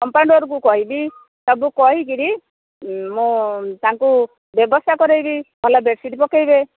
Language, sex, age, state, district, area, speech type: Odia, female, 45-60, Odisha, Angul, rural, conversation